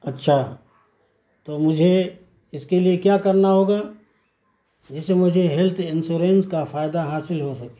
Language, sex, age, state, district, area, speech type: Urdu, male, 45-60, Bihar, Saharsa, rural, spontaneous